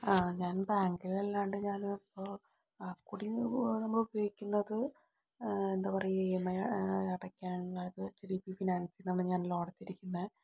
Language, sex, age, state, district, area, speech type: Malayalam, female, 30-45, Kerala, Palakkad, rural, spontaneous